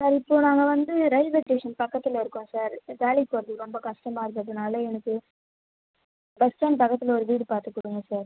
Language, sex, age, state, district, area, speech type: Tamil, female, 30-45, Tamil Nadu, Viluppuram, rural, conversation